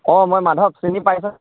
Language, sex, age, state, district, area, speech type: Assamese, male, 30-45, Assam, Nagaon, rural, conversation